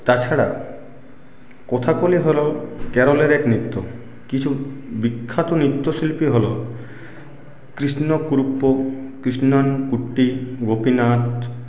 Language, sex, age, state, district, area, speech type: Bengali, male, 45-60, West Bengal, Purulia, urban, spontaneous